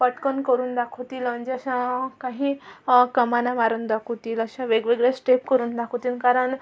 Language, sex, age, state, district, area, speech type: Marathi, female, 18-30, Maharashtra, Amravati, urban, spontaneous